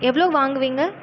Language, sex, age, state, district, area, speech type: Tamil, female, 18-30, Tamil Nadu, Erode, rural, spontaneous